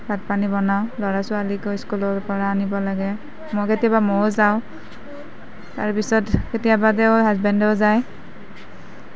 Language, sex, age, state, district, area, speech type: Assamese, female, 30-45, Assam, Nalbari, rural, spontaneous